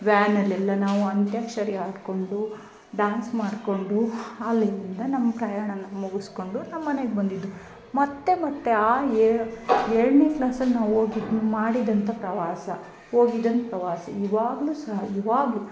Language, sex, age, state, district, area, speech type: Kannada, female, 30-45, Karnataka, Chikkamagaluru, rural, spontaneous